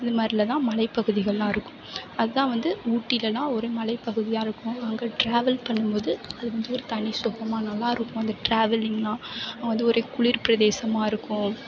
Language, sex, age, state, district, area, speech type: Tamil, female, 18-30, Tamil Nadu, Mayiladuthurai, urban, spontaneous